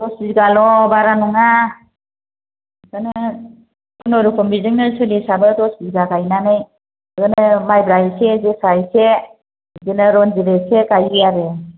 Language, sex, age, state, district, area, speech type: Bodo, female, 30-45, Assam, Kokrajhar, rural, conversation